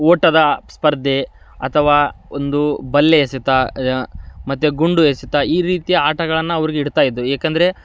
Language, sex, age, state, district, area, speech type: Kannada, male, 30-45, Karnataka, Dharwad, rural, spontaneous